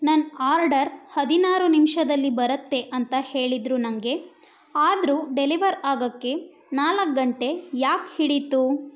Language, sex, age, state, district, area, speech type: Kannada, female, 18-30, Karnataka, Mandya, rural, read